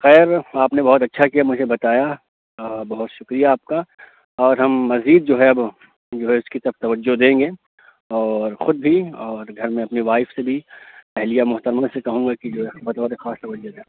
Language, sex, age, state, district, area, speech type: Urdu, male, 45-60, Uttar Pradesh, Lucknow, urban, conversation